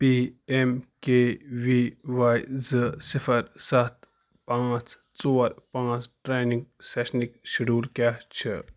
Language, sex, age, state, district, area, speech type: Kashmiri, male, 18-30, Jammu and Kashmir, Ganderbal, rural, read